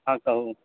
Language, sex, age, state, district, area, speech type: Maithili, male, 60+, Bihar, Purnia, urban, conversation